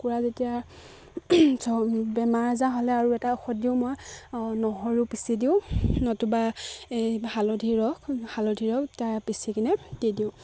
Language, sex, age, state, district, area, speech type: Assamese, female, 30-45, Assam, Charaideo, rural, spontaneous